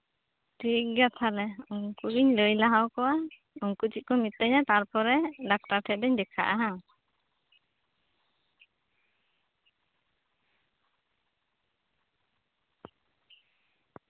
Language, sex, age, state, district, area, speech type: Santali, other, 18-30, West Bengal, Birbhum, rural, conversation